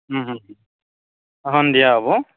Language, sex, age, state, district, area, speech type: Assamese, male, 18-30, Assam, Barpeta, rural, conversation